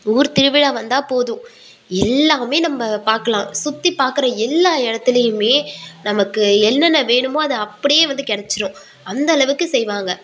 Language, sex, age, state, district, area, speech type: Tamil, female, 18-30, Tamil Nadu, Nagapattinam, rural, spontaneous